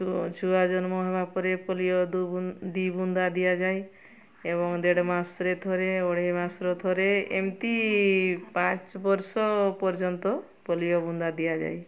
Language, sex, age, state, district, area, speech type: Odia, female, 60+, Odisha, Mayurbhanj, rural, spontaneous